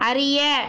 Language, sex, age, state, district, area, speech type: Tamil, male, 18-30, Tamil Nadu, Tiruchirappalli, urban, read